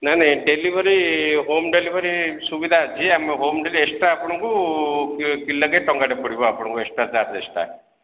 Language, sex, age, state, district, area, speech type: Odia, male, 45-60, Odisha, Ganjam, urban, conversation